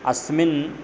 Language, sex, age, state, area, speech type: Sanskrit, male, 18-30, Madhya Pradesh, rural, spontaneous